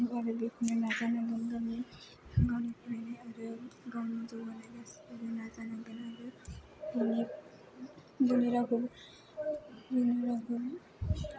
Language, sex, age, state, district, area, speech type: Bodo, female, 18-30, Assam, Kokrajhar, rural, spontaneous